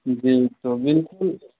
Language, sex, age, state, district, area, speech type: Urdu, male, 45-60, Bihar, Supaul, rural, conversation